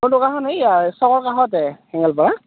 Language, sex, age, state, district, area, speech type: Assamese, male, 18-30, Assam, Morigaon, rural, conversation